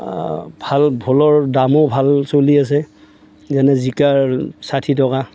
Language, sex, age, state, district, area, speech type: Assamese, male, 45-60, Assam, Darrang, rural, spontaneous